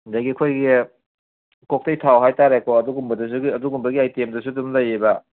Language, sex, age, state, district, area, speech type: Manipuri, male, 60+, Manipur, Kangpokpi, urban, conversation